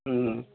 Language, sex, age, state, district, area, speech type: Tamil, male, 30-45, Tamil Nadu, Thanjavur, rural, conversation